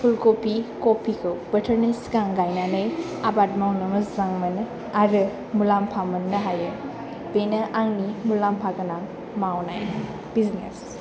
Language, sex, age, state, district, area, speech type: Bodo, female, 18-30, Assam, Chirang, urban, spontaneous